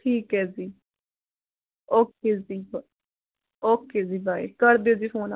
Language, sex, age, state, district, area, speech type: Punjabi, female, 18-30, Punjab, Rupnagar, rural, conversation